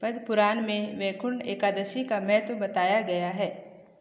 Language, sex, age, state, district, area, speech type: Hindi, female, 18-30, Madhya Pradesh, Betul, rural, read